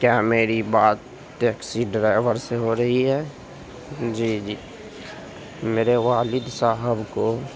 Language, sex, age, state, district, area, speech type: Urdu, male, 30-45, Uttar Pradesh, Gautam Buddha Nagar, urban, spontaneous